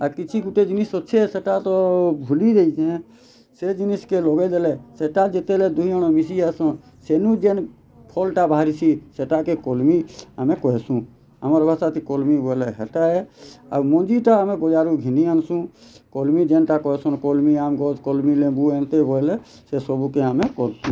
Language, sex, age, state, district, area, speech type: Odia, male, 30-45, Odisha, Bargarh, urban, spontaneous